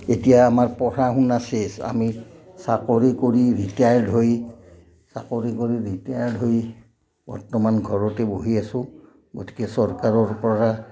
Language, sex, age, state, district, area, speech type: Assamese, male, 60+, Assam, Udalguri, urban, spontaneous